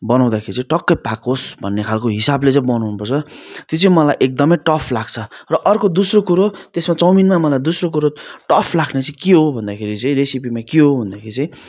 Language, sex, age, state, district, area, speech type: Nepali, male, 30-45, West Bengal, Darjeeling, rural, spontaneous